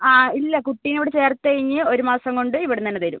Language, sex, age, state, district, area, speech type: Malayalam, female, 45-60, Kerala, Kozhikode, urban, conversation